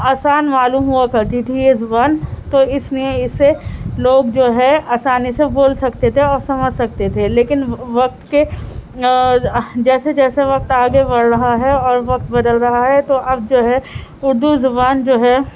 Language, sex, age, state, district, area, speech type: Urdu, female, 18-30, Delhi, Central Delhi, urban, spontaneous